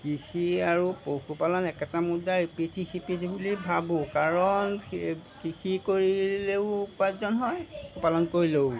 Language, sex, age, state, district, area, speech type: Assamese, male, 60+, Assam, Golaghat, rural, spontaneous